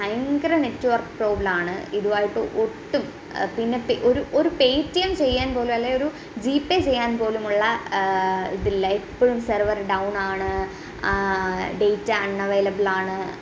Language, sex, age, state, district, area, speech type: Malayalam, female, 18-30, Kerala, Kottayam, rural, spontaneous